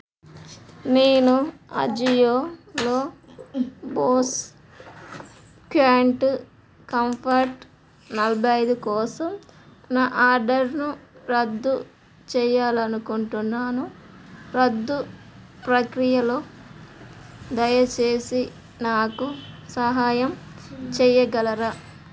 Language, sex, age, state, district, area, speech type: Telugu, female, 30-45, Telangana, Jagtial, rural, read